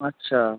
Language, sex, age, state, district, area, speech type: Bengali, male, 30-45, West Bengal, Howrah, urban, conversation